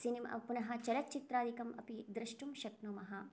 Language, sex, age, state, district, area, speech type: Sanskrit, female, 18-30, Karnataka, Chikkamagaluru, rural, spontaneous